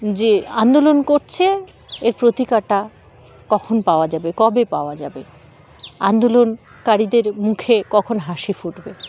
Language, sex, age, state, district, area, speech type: Bengali, female, 30-45, West Bengal, Dakshin Dinajpur, urban, spontaneous